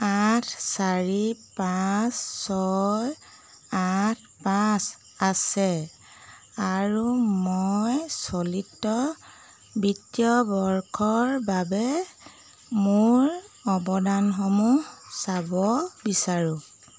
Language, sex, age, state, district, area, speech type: Assamese, female, 30-45, Assam, Jorhat, urban, read